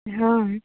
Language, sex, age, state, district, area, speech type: Maithili, female, 18-30, Bihar, Madhepura, urban, conversation